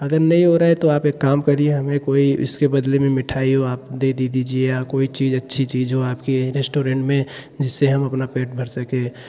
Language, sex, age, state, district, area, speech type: Hindi, male, 18-30, Uttar Pradesh, Jaunpur, rural, spontaneous